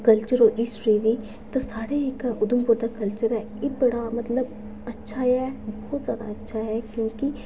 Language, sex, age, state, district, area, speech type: Dogri, female, 18-30, Jammu and Kashmir, Udhampur, rural, spontaneous